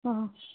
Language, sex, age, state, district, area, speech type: Assamese, female, 45-60, Assam, Goalpara, urban, conversation